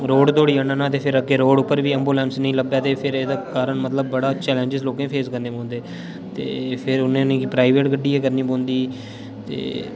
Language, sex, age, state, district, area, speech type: Dogri, male, 18-30, Jammu and Kashmir, Udhampur, rural, spontaneous